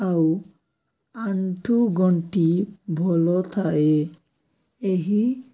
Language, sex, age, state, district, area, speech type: Odia, male, 18-30, Odisha, Nabarangpur, urban, spontaneous